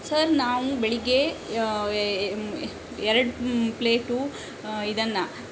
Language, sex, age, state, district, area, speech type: Kannada, female, 60+, Karnataka, Shimoga, rural, spontaneous